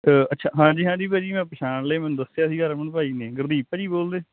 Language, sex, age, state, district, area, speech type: Punjabi, male, 18-30, Punjab, Hoshiarpur, rural, conversation